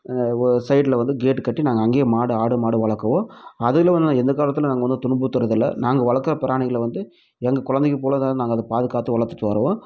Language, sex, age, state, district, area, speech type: Tamil, male, 30-45, Tamil Nadu, Krishnagiri, rural, spontaneous